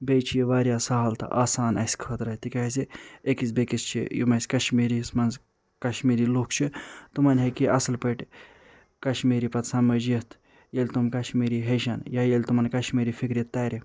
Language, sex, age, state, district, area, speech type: Kashmiri, male, 30-45, Jammu and Kashmir, Ganderbal, urban, spontaneous